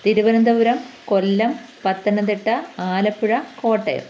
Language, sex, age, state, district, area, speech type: Malayalam, female, 45-60, Kerala, Pathanamthitta, rural, spontaneous